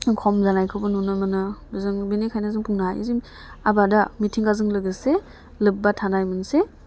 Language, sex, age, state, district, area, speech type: Bodo, female, 18-30, Assam, Udalguri, urban, spontaneous